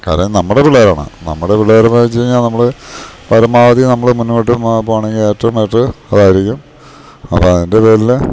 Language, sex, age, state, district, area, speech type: Malayalam, male, 60+, Kerala, Idukki, rural, spontaneous